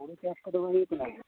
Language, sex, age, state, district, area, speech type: Santali, male, 45-60, Odisha, Mayurbhanj, rural, conversation